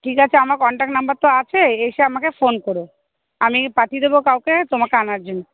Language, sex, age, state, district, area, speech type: Bengali, female, 30-45, West Bengal, Hooghly, urban, conversation